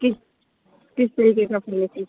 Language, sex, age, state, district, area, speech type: Hindi, female, 60+, Uttar Pradesh, Hardoi, rural, conversation